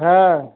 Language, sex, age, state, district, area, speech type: Hindi, male, 30-45, Uttar Pradesh, Sitapur, rural, conversation